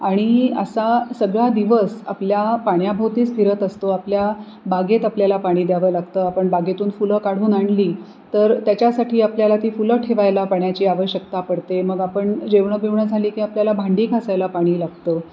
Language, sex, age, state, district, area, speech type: Marathi, female, 45-60, Maharashtra, Pune, urban, spontaneous